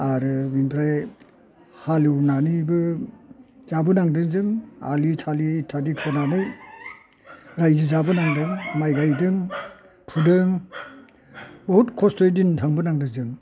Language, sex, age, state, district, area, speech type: Bodo, male, 60+, Assam, Chirang, rural, spontaneous